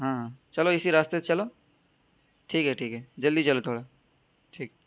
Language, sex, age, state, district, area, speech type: Urdu, male, 18-30, Delhi, East Delhi, urban, spontaneous